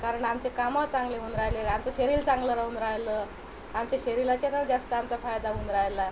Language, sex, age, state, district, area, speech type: Marathi, female, 45-60, Maharashtra, Washim, rural, spontaneous